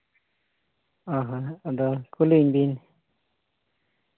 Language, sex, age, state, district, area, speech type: Santali, male, 30-45, Jharkhand, Seraikela Kharsawan, rural, conversation